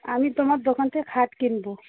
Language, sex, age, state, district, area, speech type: Bengali, female, 30-45, West Bengal, Darjeeling, urban, conversation